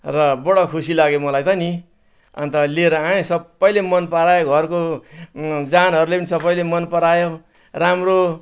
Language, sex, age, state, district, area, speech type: Nepali, male, 60+, West Bengal, Kalimpong, rural, spontaneous